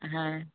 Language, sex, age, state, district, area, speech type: Bengali, female, 30-45, West Bengal, Darjeeling, rural, conversation